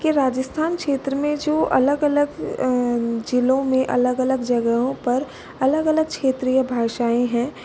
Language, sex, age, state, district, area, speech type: Hindi, female, 18-30, Rajasthan, Jaipur, urban, spontaneous